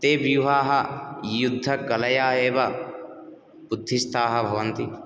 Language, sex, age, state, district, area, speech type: Sanskrit, male, 18-30, Odisha, Ganjam, rural, spontaneous